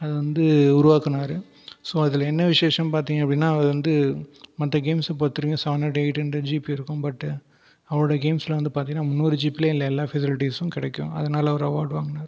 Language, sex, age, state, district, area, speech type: Tamil, male, 18-30, Tamil Nadu, Viluppuram, rural, spontaneous